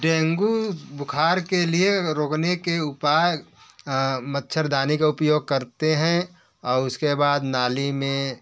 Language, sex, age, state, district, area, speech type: Hindi, male, 45-60, Uttar Pradesh, Varanasi, urban, spontaneous